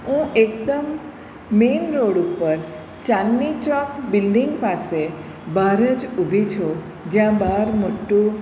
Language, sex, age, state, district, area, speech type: Gujarati, female, 45-60, Gujarat, Surat, urban, spontaneous